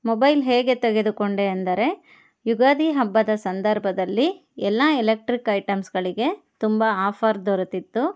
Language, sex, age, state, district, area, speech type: Kannada, female, 30-45, Karnataka, Chikkaballapur, rural, spontaneous